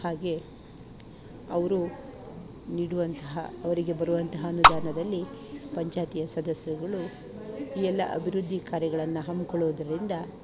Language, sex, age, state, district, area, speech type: Kannada, female, 45-60, Karnataka, Chikkamagaluru, rural, spontaneous